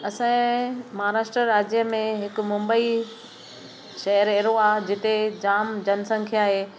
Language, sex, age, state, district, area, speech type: Sindhi, female, 60+, Maharashtra, Thane, urban, spontaneous